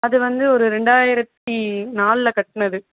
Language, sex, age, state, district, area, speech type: Tamil, female, 30-45, Tamil Nadu, Madurai, rural, conversation